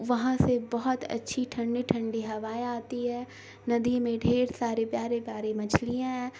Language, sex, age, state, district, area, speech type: Urdu, female, 18-30, Bihar, Gaya, urban, spontaneous